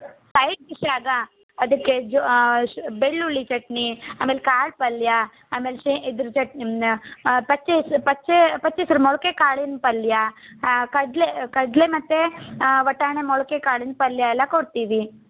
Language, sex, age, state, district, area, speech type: Kannada, female, 30-45, Karnataka, Shimoga, rural, conversation